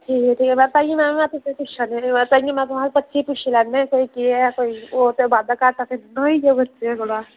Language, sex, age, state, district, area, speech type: Dogri, female, 18-30, Jammu and Kashmir, Reasi, rural, conversation